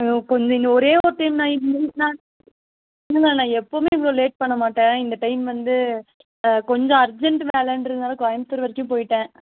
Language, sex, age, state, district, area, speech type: Tamil, female, 18-30, Tamil Nadu, Nilgiris, urban, conversation